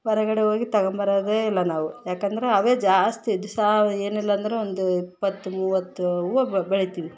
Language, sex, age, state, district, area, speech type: Kannada, female, 30-45, Karnataka, Vijayanagara, rural, spontaneous